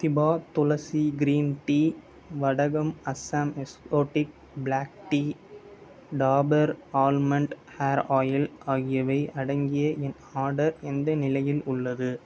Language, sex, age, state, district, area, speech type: Tamil, male, 18-30, Tamil Nadu, Sivaganga, rural, read